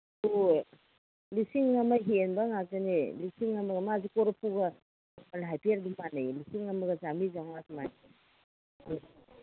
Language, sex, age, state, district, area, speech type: Manipuri, female, 60+, Manipur, Imphal East, rural, conversation